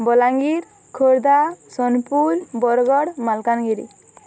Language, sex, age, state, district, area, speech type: Odia, female, 18-30, Odisha, Balangir, urban, spontaneous